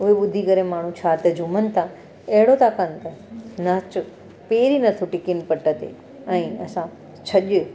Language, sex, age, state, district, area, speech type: Sindhi, female, 45-60, Gujarat, Surat, urban, spontaneous